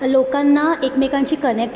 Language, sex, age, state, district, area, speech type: Marathi, female, 18-30, Maharashtra, Mumbai Suburban, urban, spontaneous